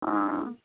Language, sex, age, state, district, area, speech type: Bengali, female, 30-45, West Bengal, Uttar Dinajpur, urban, conversation